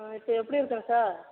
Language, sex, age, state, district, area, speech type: Tamil, female, 45-60, Tamil Nadu, Tiruchirappalli, rural, conversation